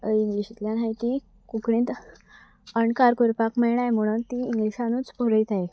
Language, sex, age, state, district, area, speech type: Goan Konkani, female, 18-30, Goa, Sanguem, rural, spontaneous